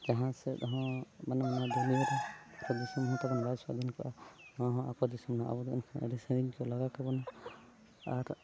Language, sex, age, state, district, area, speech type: Santali, male, 45-60, Odisha, Mayurbhanj, rural, spontaneous